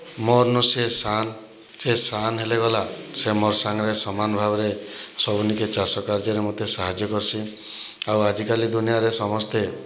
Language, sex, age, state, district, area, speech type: Odia, male, 60+, Odisha, Boudh, rural, spontaneous